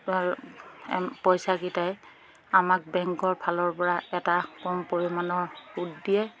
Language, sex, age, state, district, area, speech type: Assamese, female, 30-45, Assam, Lakhimpur, rural, spontaneous